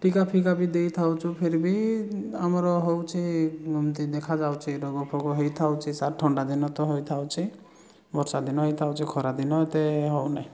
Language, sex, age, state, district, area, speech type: Odia, male, 30-45, Odisha, Kalahandi, rural, spontaneous